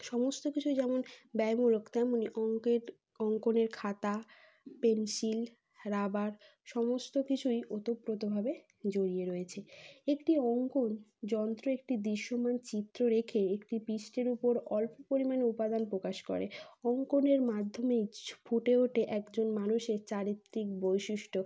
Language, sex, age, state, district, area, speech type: Bengali, female, 18-30, West Bengal, North 24 Parganas, urban, spontaneous